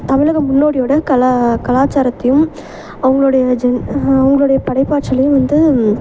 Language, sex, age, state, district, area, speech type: Tamil, female, 18-30, Tamil Nadu, Thanjavur, urban, spontaneous